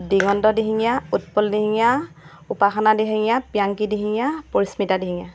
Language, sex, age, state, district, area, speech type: Assamese, female, 45-60, Assam, Dibrugarh, rural, spontaneous